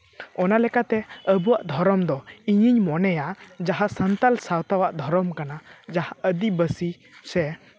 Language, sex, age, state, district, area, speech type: Santali, male, 18-30, West Bengal, Purba Bardhaman, rural, spontaneous